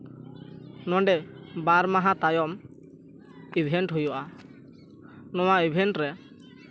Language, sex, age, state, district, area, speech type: Santali, male, 18-30, West Bengal, Purba Bardhaman, rural, spontaneous